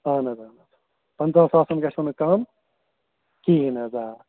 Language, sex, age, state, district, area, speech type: Kashmiri, male, 30-45, Jammu and Kashmir, Srinagar, urban, conversation